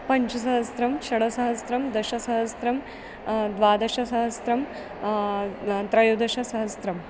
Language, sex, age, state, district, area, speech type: Sanskrit, female, 30-45, Maharashtra, Nagpur, urban, spontaneous